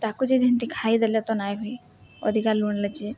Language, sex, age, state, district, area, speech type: Odia, female, 18-30, Odisha, Subarnapur, urban, spontaneous